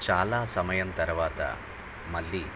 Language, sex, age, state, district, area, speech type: Telugu, male, 45-60, Andhra Pradesh, Nellore, urban, spontaneous